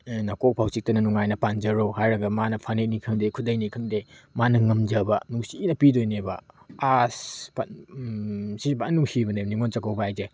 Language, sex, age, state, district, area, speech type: Manipuri, male, 30-45, Manipur, Tengnoupal, urban, spontaneous